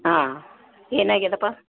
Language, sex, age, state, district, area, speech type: Kannada, female, 60+, Karnataka, Gulbarga, urban, conversation